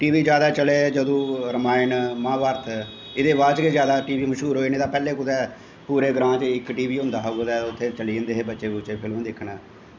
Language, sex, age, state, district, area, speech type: Dogri, male, 45-60, Jammu and Kashmir, Jammu, urban, spontaneous